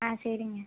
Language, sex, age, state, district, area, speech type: Tamil, female, 18-30, Tamil Nadu, Tiruchirappalli, rural, conversation